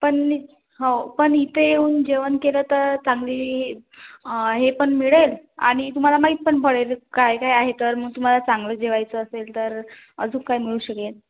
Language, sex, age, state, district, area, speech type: Marathi, female, 18-30, Maharashtra, Washim, rural, conversation